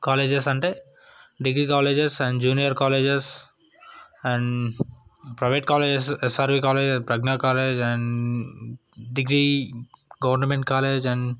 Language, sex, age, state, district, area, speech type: Telugu, male, 18-30, Telangana, Yadadri Bhuvanagiri, urban, spontaneous